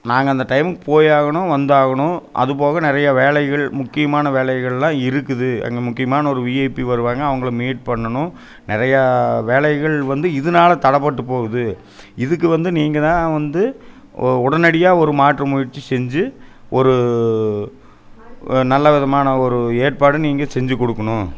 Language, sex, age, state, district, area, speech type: Tamil, male, 30-45, Tamil Nadu, Coimbatore, urban, spontaneous